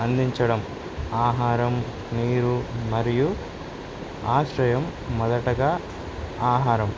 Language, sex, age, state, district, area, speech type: Telugu, male, 18-30, Telangana, Suryapet, urban, spontaneous